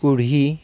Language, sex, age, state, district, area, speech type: Assamese, male, 30-45, Assam, Darrang, rural, spontaneous